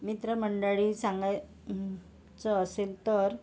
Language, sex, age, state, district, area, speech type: Marathi, female, 45-60, Maharashtra, Yavatmal, urban, spontaneous